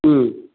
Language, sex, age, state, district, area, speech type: Manipuri, male, 45-60, Manipur, Kangpokpi, urban, conversation